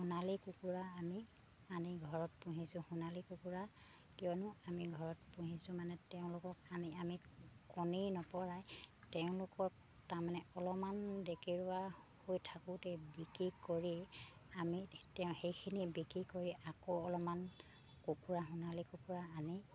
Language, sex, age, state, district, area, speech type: Assamese, female, 30-45, Assam, Sivasagar, rural, spontaneous